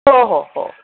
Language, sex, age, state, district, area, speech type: Marathi, female, 45-60, Maharashtra, Pune, urban, conversation